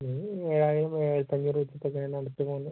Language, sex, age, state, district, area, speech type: Malayalam, male, 45-60, Kerala, Kozhikode, urban, conversation